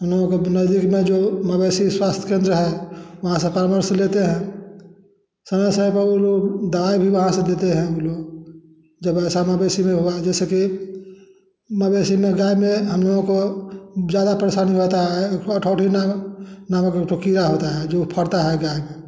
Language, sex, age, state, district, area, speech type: Hindi, male, 60+, Bihar, Samastipur, rural, spontaneous